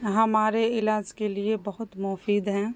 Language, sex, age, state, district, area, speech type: Urdu, female, 30-45, Bihar, Saharsa, rural, spontaneous